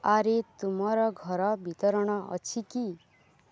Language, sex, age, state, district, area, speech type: Odia, female, 18-30, Odisha, Balangir, urban, read